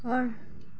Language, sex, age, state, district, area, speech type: Assamese, female, 18-30, Assam, Darrang, rural, read